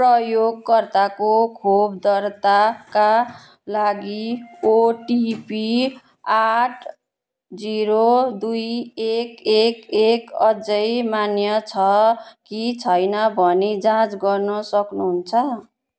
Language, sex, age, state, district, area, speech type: Nepali, female, 30-45, West Bengal, Jalpaiguri, rural, read